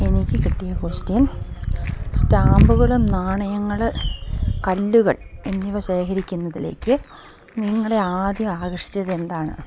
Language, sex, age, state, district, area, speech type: Malayalam, female, 45-60, Kerala, Idukki, rural, spontaneous